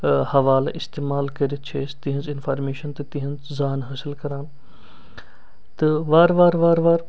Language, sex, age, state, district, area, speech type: Kashmiri, male, 45-60, Jammu and Kashmir, Srinagar, urban, spontaneous